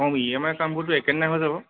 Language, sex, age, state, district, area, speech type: Assamese, male, 45-60, Assam, Charaideo, rural, conversation